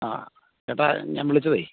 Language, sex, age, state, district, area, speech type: Malayalam, male, 45-60, Kerala, Kottayam, urban, conversation